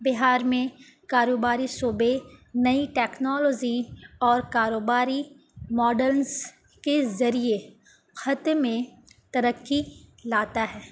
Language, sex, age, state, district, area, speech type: Urdu, female, 18-30, Bihar, Gaya, urban, spontaneous